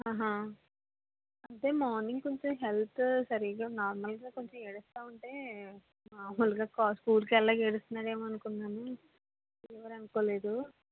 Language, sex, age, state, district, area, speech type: Telugu, female, 45-60, Andhra Pradesh, East Godavari, rural, conversation